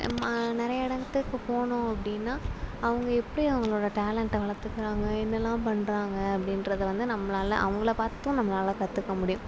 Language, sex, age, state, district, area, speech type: Tamil, female, 18-30, Tamil Nadu, Sivaganga, rural, spontaneous